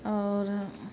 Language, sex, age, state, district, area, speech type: Maithili, female, 18-30, Bihar, Samastipur, rural, spontaneous